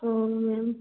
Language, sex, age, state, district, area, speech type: Hindi, female, 45-60, Madhya Pradesh, Gwalior, rural, conversation